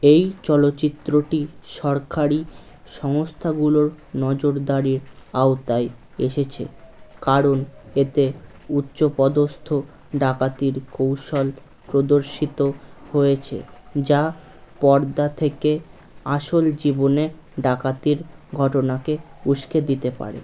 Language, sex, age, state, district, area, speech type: Bengali, male, 18-30, West Bengal, Birbhum, urban, read